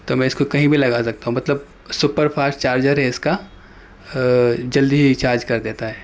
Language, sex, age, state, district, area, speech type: Urdu, male, 18-30, Uttar Pradesh, Gautam Buddha Nagar, urban, spontaneous